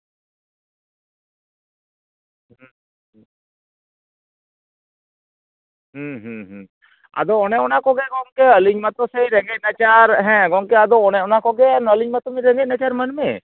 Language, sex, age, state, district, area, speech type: Santali, male, 45-60, West Bengal, Purulia, rural, conversation